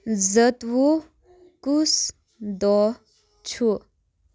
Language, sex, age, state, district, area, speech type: Kashmiri, female, 18-30, Jammu and Kashmir, Baramulla, rural, read